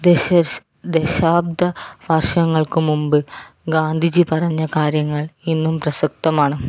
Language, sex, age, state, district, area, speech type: Malayalam, female, 30-45, Kerala, Kannur, rural, spontaneous